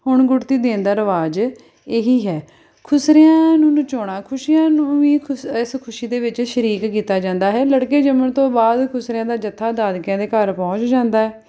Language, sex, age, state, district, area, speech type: Punjabi, female, 30-45, Punjab, Tarn Taran, urban, spontaneous